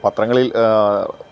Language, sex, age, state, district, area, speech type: Malayalam, male, 30-45, Kerala, Alappuzha, rural, spontaneous